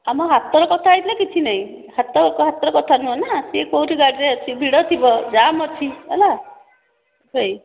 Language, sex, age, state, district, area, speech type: Odia, female, 30-45, Odisha, Khordha, rural, conversation